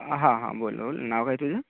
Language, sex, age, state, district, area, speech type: Marathi, male, 18-30, Maharashtra, Gadchiroli, rural, conversation